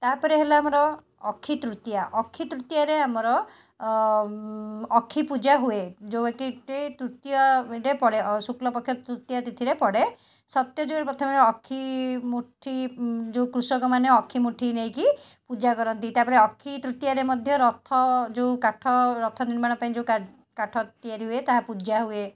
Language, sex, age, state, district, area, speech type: Odia, female, 30-45, Odisha, Cuttack, urban, spontaneous